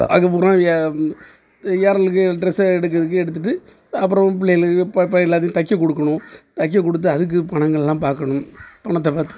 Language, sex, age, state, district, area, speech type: Tamil, male, 45-60, Tamil Nadu, Thoothukudi, rural, spontaneous